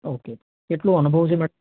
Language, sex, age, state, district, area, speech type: Gujarati, male, 45-60, Gujarat, Ahmedabad, urban, conversation